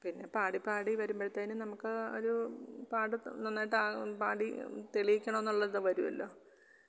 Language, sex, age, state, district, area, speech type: Malayalam, female, 45-60, Kerala, Alappuzha, rural, spontaneous